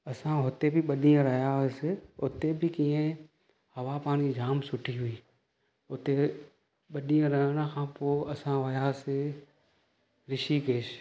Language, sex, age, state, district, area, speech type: Sindhi, male, 30-45, Maharashtra, Thane, urban, spontaneous